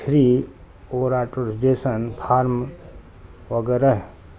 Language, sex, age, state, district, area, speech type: Urdu, male, 60+, Delhi, South Delhi, urban, spontaneous